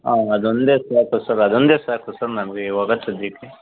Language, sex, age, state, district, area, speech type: Kannada, male, 45-60, Karnataka, Chikkaballapur, urban, conversation